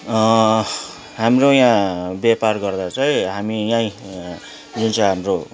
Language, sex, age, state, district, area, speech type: Nepali, male, 45-60, West Bengal, Kalimpong, rural, spontaneous